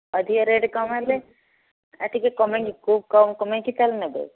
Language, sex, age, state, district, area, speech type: Odia, female, 60+, Odisha, Jharsuguda, rural, conversation